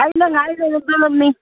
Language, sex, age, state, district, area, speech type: Manipuri, female, 60+, Manipur, Imphal East, rural, conversation